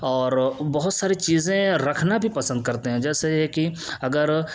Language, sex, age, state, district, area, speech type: Urdu, male, 18-30, Uttar Pradesh, Siddharthnagar, rural, spontaneous